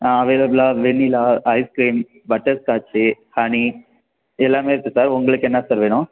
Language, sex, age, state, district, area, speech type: Tamil, male, 18-30, Tamil Nadu, Thanjavur, rural, conversation